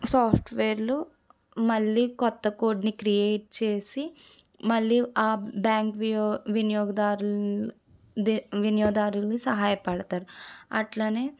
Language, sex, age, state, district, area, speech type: Telugu, female, 30-45, Andhra Pradesh, Eluru, urban, spontaneous